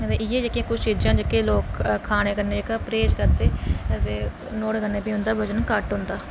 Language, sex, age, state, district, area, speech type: Dogri, male, 30-45, Jammu and Kashmir, Reasi, rural, spontaneous